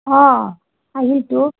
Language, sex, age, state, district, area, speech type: Assamese, female, 60+, Assam, Nalbari, rural, conversation